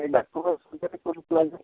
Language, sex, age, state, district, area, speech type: Marathi, male, 30-45, Maharashtra, Washim, urban, conversation